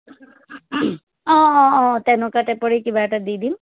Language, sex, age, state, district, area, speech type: Assamese, female, 30-45, Assam, Charaideo, urban, conversation